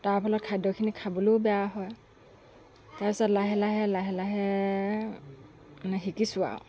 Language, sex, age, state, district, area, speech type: Assamese, female, 45-60, Assam, Lakhimpur, rural, spontaneous